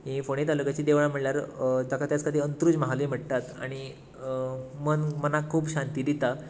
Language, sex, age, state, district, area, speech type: Goan Konkani, male, 18-30, Goa, Tiswadi, rural, spontaneous